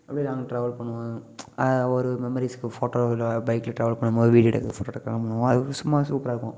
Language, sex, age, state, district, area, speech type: Tamil, male, 18-30, Tamil Nadu, Namakkal, urban, spontaneous